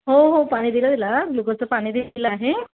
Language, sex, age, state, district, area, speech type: Marathi, female, 18-30, Maharashtra, Yavatmal, rural, conversation